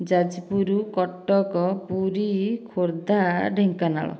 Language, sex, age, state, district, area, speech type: Odia, female, 60+, Odisha, Dhenkanal, rural, spontaneous